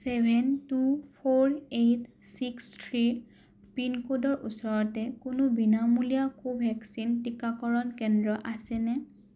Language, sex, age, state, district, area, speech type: Assamese, female, 18-30, Assam, Morigaon, rural, read